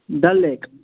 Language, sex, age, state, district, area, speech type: Kashmiri, male, 30-45, Jammu and Kashmir, Budgam, rural, conversation